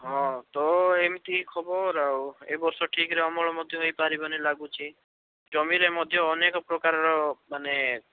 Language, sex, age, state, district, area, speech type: Odia, male, 18-30, Odisha, Bhadrak, rural, conversation